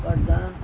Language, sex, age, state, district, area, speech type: Punjabi, female, 60+, Punjab, Pathankot, rural, read